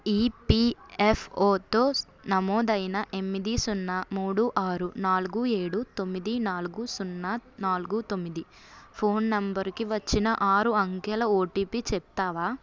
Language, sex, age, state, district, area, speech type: Telugu, female, 18-30, Andhra Pradesh, Eluru, rural, read